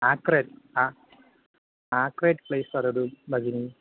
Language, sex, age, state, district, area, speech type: Sanskrit, male, 18-30, Kerala, Thiruvananthapuram, urban, conversation